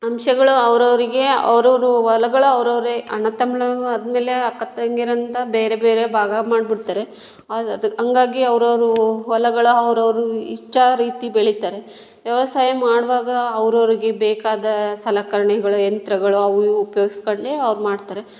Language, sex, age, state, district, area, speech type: Kannada, female, 60+, Karnataka, Chitradurga, rural, spontaneous